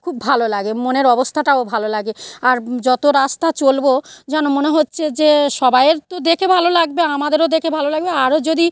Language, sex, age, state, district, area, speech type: Bengali, female, 45-60, West Bengal, South 24 Parganas, rural, spontaneous